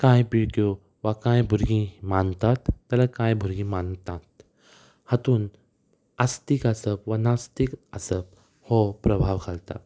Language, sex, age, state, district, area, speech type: Goan Konkani, male, 18-30, Goa, Ponda, rural, spontaneous